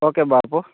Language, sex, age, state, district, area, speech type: Telugu, male, 45-60, Telangana, Mancherial, rural, conversation